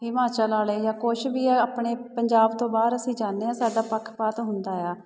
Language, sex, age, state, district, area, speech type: Punjabi, female, 30-45, Punjab, Shaheed Bhagat Singh Nagar, urban, spontaneous